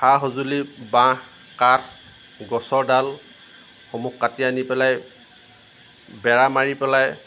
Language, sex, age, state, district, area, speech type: Assamese, male, 45-60, Assam, Lakhimpur, rural, spontaneous